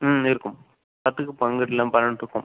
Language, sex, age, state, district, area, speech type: Tamil, male, 18-30, Tamil Nadu, Sivaganga, rural, conversation